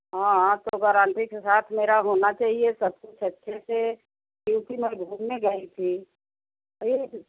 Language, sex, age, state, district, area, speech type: Hindi, female, 60+, Uttar Pradesh, Jaunpur, rural, conversation